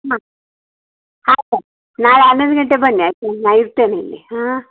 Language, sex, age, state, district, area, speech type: Kannada, male, 18-30, Karnataka, Shimoga, rural, conversation